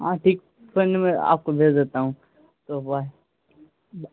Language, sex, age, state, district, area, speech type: Urdu, male, 18-30, Bihar, Saharsa, rural, conversation